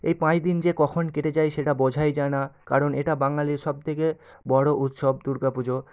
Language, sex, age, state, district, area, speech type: Bengali, male, 18-30, West Bengal, Nadia, urban, spontaneous